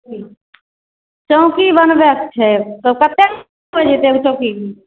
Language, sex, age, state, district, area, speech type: Maithili, female, 18-30, Bihar, Begusarai, rural, conversation